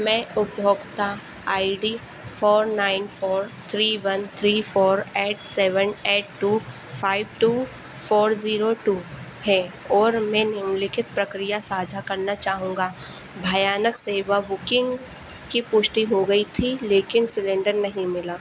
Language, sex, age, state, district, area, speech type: Hindi, female, 18-30, Madhya Pradesh, Harda, rural, read